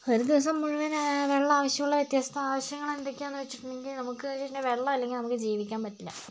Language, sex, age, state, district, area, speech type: Malayalam, female, 45-60, Kerala, Kozhikode, urban, spontaneous